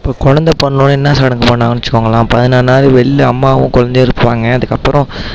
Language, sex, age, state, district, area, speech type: Tamil, female, 18-30, Tamil Nadu, Mayiladuthurai, urban, spontaneous